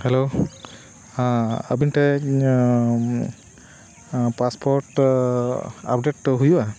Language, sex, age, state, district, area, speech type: Santali, male, 30-45, Jharkhand, Bokaro, rural, spontaneous